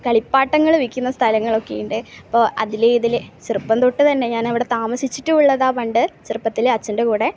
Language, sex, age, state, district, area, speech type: Malayalam, female, 18-30, Kerala, Kasaragod, urban, spontaneous